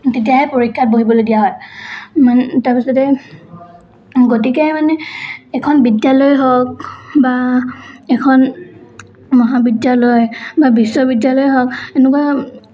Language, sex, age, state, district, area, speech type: Assamese, female, 18-30, Assam, Dhemaji, urban, spontaneous